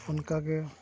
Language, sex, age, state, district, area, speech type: Santali, male, 45-60, Odisha, Mayurbhanj, rural, spontaneous